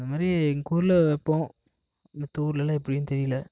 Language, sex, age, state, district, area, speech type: Tamil, male, 18-30, Tamil Nadu, Namakkal, rural, spontaneous